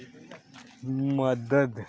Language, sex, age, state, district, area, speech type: Dogri, male, 18-30, Jammu and Kashmir, Kathua, rural, read